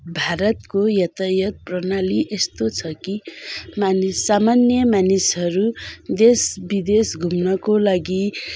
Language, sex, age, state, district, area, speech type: Nepali, female, 45-60, West Bengal, Darjeeling, rural, spontaneous